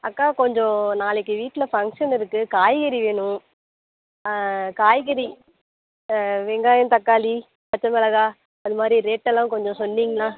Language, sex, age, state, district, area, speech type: Tamil, female, 18-30, Tamil Nadu, Nagapattinam, rural, conversation